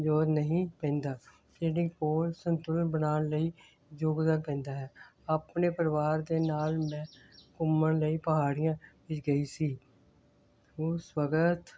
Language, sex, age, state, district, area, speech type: Punjabi, female, 60+, Punjab, Hoshiarpur, rural, spontaneous